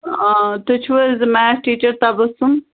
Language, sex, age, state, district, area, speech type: Kashmiri, female, 18-30, Jammu and Kashmir, Pulwama, rural, conversation